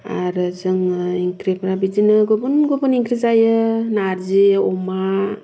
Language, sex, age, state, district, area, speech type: Bodo, female, 30-45, Assam, Kokrajhar, urban, spontaneous